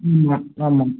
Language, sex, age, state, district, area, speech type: Tamil, male, 18-30, Tamil Nadu, Pudukkottai, rural, conversation